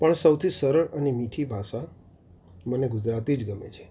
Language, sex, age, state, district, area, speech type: Gujarati, male, 45-60, Gujarat, Ahmedabad, urban, spontaneous